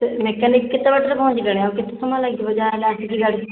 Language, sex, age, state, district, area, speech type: Odia, female, 18-30, Odisha, Khordha, rural, conversation